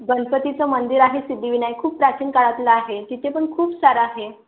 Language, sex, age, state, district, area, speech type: Marathi, female, 18-30, Maharashtra, Wardha, rural, conversation